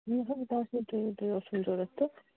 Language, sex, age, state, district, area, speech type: Kashmiri, female, 30-45, Jammu and Kashmir, Bandipora, rural, conversation